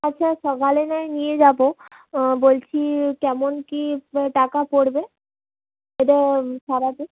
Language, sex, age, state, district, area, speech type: Bengali, female, 30-45, West Bengal, Hooghly, urban, conversation